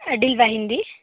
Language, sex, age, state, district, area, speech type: Kannada, female, 18-30, Karnataka, Shimoga, rural, conversation